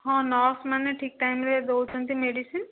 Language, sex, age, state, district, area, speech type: Odia, female, 18-30, Odisha, Jajpur, rural, conversation